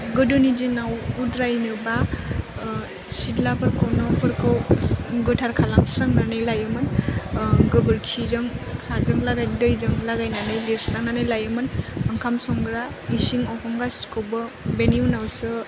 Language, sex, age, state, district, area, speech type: Bodo, female, 18-30, Assam, Chirang, rural, spontaneous